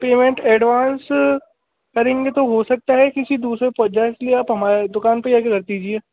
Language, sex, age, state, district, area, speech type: Hindi, male, 18-30, Rajasthan, Bharatpur, urban, conversation